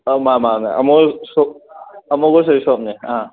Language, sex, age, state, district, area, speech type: Manipuri, male, 18-30, Manipur, Kakching, rural, conversation